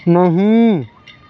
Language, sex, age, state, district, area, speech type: Urdu, male, 30-45, Uttar Pradesh, Lucknow, urban, read